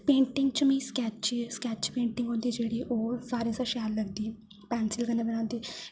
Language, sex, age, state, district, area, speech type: Dogri, female, 18-30, Jammu and Kashmir, Jammu, rural, spontaneous